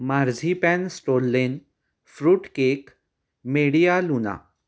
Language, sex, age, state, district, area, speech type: Marathi, male, 18-30, Maharashtra, Kolhapur, urban, spontaneous